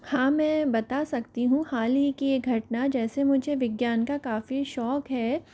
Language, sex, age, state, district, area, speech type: Hindi, female, 30-45, Rajasthan, Jaipur, urban, spontaneous